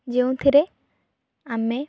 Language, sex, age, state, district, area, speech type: Odia, female, 18-30, Odisha, Kendrapara, urban, spontaneous